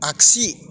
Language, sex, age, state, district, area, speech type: Bodo, male, 60+, Assam, Kokrajhar, urban, read